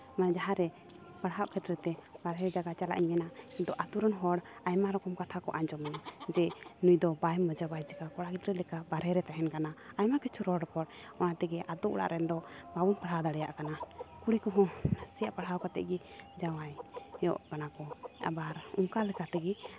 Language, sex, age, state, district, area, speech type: Santali, female, 18-30, West Bengal, Malda, rural, spontaneous